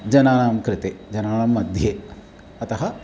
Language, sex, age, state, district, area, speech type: Sanskrit, male, 45-60, Tamil Nadu, Chennai, urban, spontaneous